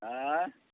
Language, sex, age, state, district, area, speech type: Urdu, male, 60+, Bihar, Khagaria, rural, conversation